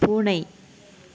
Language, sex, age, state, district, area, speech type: Tamil, female, 18-30, Tamil Nadu, Nagapattinam, rural, read